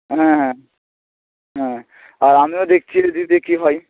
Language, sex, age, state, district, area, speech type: Bengali, male, 18-30, West Bengal, Jalpaiguri, rural, conversation